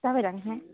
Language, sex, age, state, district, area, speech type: Bodo, female, 30-45, Assam, Udalguri, rural, conversation